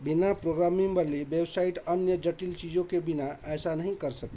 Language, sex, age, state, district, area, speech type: Hindi, male, 45-60, Madhya Pradesh, Chhindwara, rural, read